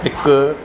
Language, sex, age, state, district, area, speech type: Sindhi, male, 45-60, Maharashtra, Thane, urban, spontaneous